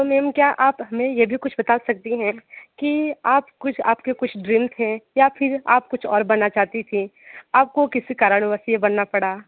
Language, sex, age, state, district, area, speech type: Hindi, female, 18-30, Uttar Pradesh, Sonbhadra, rural, conversation